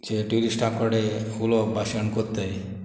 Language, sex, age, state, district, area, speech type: Goan Konkani, male, 45-60, Goa, Murmgao, rural, spontaneous